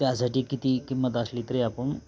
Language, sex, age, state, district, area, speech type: Marathi, male, 45-60, Maharashtra, Osmanabad, rural, spontaneous